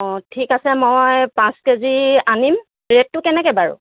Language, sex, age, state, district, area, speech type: Assamese, female, 45-60, Assam, Jorhat, urban, conversation